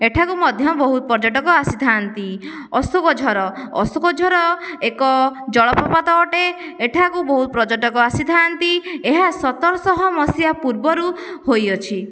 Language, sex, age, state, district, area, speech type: Odia, female, 30-45, Odisha, Jajpur, rural, spontaneous